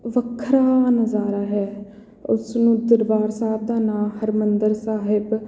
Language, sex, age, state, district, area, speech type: Punjabi, female, 18-30, Punjab, Patiala, rural, spontaneous